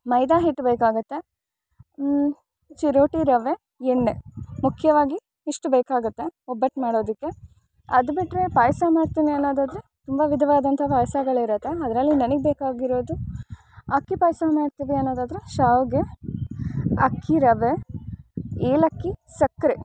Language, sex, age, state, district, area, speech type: Kannada, female, 18-30, Karnataka, Chikkamagaluru, rural, spontaneous